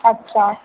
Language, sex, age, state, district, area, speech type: Hindi, female, 18-30, Madhya Pradesh, Harda, urban, conversation